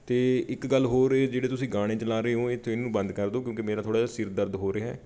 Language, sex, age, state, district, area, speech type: Punjabi, male, 30-45, Punjab, Patiala, urban, spontaneous